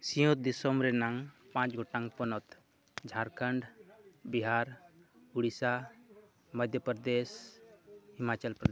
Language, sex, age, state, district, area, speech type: Santali, male, 30-45, Jharkhand, East Singhbhum, rural, spontaneous